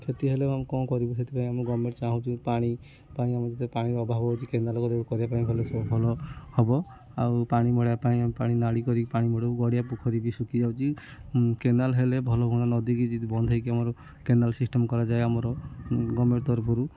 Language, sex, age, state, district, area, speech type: Odia, male, 60+, Odisha, Kendujhar, urban, spontaneous